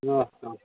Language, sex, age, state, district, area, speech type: Nepali, male, 60+, West Bengal, Kalimpong, rural, conversation